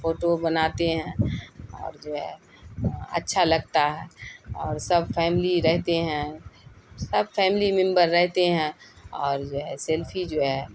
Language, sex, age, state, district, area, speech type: Urdu, female, 60+, Bihar, Khagaria, rural, spontaneous